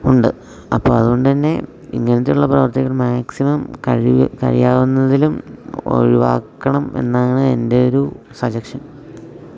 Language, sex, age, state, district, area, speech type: Malayalam, male, 18-30, Kerala, Idukki, rural, spontaneous